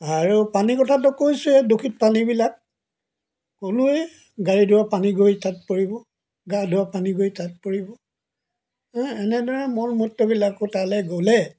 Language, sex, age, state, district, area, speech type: Assamese, male, 60+, Assam, Dibrugarh, rural, spontaneous